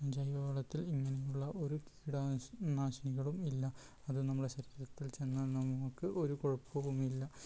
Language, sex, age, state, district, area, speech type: Malayalam, male, 18-30, Kerala, Wayanad, rural, spontaneous